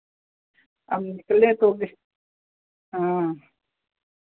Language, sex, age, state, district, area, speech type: Hindi, female, 60+, Uttar Pradesh, Hardoi, rural, conversation